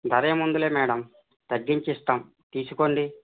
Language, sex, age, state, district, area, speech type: Telugu, male, 45-60, Andhra Pradesh, East Godavari, rural, conversation